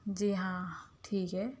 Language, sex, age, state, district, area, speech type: Urdu, female, 30-45, Telangana, Hyderabad, urban, spontaneous